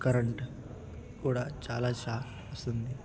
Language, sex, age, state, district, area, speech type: Telugu, male, 18-30, Telangana, Nalgonda, urban, spontaneous